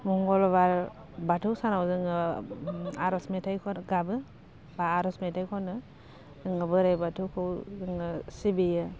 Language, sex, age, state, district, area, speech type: Bodo, female, 45-60, Assam, Baksa, rural, spontaneous